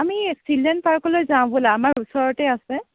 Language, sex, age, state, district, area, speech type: Assamese, female, 18-30, Assam, Morigaon, rural, conversation